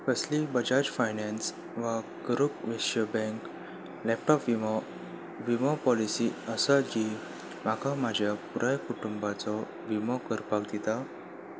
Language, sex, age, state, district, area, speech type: Goan Konkani, male, 18-30, Goa, Salcete, urban, read